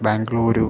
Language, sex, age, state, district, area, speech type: Malayalam, male, 18-30, Kerala, Idukki, rural, spontaneous